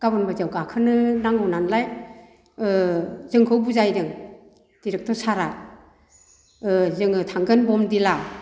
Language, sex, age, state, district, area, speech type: Bodo, female, 60+, Assam, Kokrajhar, rural, spontaneous